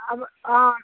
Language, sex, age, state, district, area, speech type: Assamese, female, 60+, Assam, Sivasagar, rural, conversation